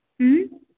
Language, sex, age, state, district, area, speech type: Gujarati, female, 45-60, Gujarat, Mehsana, rural, conversation